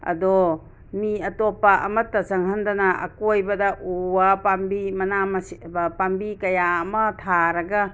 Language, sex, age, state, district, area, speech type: Manipuri, female, 60+, Manipur, Imphal West, rural, spontaneous